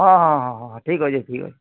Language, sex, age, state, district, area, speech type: Odia, male, 60+, Odisha, Bargarh, urban, conversation